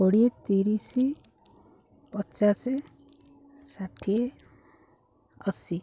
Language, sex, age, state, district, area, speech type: Odia, female, 30-45, Odisha, Jagatsinghpur, rural, spontaneous